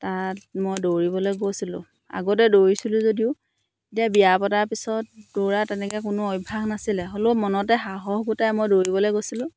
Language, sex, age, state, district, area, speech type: Assamese, female, 30-45, Assam, Dhemaji, rural, spontaneous